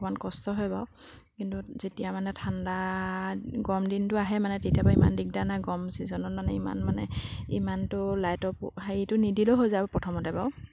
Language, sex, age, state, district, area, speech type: Assamese, female, 30-45, Assam, Sivasagar, rural, spontaneous